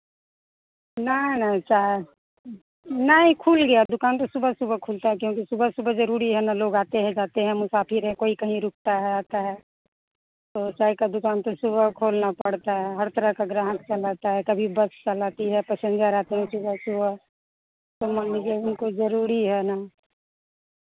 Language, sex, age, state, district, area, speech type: Hindi, female, 45-60, Bihar, Madhepura, rural, conversation